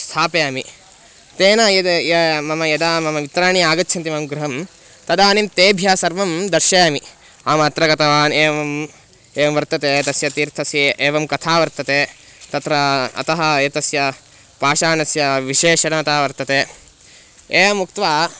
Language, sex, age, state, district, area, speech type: Sanskrit, male, 18-30, Karnataka, Bangalore Rural, urban, spontaneous